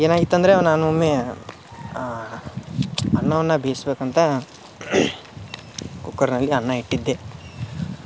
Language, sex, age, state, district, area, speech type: Kannada, male, 18-30, Karnataka, Dharwad, rural, spontaneous